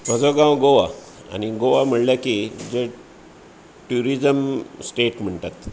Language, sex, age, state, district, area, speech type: Goan Konkani, male, 45-60, Goa, Bardez, rural, spontaneous